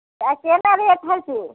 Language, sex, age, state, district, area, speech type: Maithili, female, 45-60, Bihar, Muzaffarpur, rural, conversation